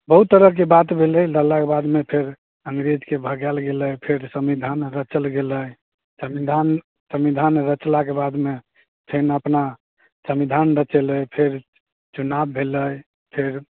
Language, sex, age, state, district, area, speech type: Maithili, male, 45-60, Bihar, Samastipur, rural, conversation